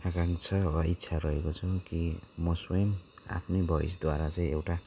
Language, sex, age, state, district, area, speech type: Nepali, male, 45-60, West Bengal, Darjeeling, rural, spontaneous